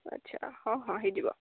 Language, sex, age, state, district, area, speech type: Odia, female, 18-30, Odisha, Jagatsinghpur, rural, conversation